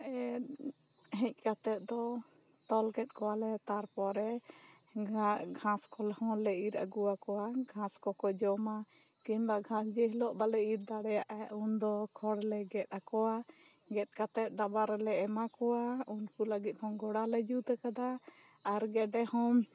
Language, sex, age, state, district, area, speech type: Santali, female, 30-45, West Bengal, Bankura, rural, spontaneous